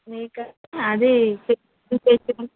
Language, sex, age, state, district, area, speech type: Telugu, female, 18-30, Andhra Pradesh, Krishna, urban, conversation